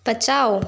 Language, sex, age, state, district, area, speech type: Hindi, female, 30-45, Madhya Pradesh, Bhopal, urban, read